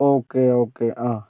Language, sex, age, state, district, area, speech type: Malayalam, male, 18-30, Kerala, Kozhikode, urban, spontaneous